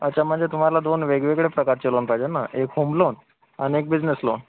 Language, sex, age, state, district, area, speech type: Marathi, male, 30-45, Maharashtra, Akola, rural, conversation